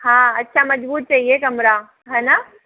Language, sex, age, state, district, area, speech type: Hindi, female, 60+, Rajasthan, Jaipur, urban, conversation